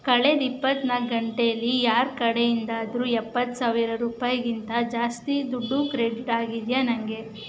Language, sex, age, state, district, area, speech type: Kannada, female, 18-30, Karnataka, Chamarajanagar, urban, read